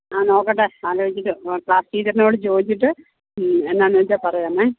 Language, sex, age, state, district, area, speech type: Malayalam, female, 45-60, Kerala, Pathanamthitta, rural, conversation